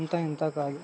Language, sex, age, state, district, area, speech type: Telugu, male, 18-30, Andhra Pradesh, Guntur, rural, spontaneous